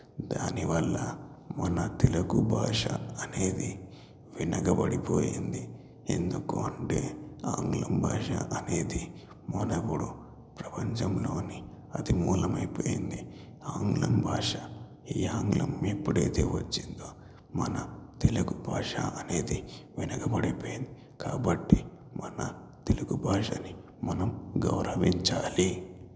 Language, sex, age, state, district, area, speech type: Telugu, male, 18-30, Telangana, Nalgonda, urban, spontaneous